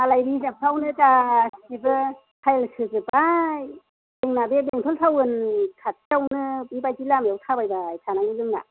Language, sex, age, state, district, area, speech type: Bodo, female, 45-60, Assam, Chirang, rural, conversation